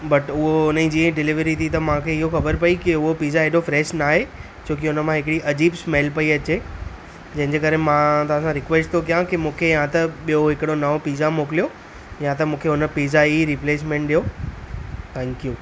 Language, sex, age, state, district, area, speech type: Sindhi, female, 45-60, Maharashtra, Thane, urban, spontaneous